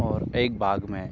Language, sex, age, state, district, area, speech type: Urdu, male, 18-30, Jammu and Kashmir, Srinagar, rural, spontaneous